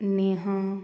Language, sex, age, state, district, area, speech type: Goan Konkani, female, 18-30, Goa, Murmgao, rural, spontaneous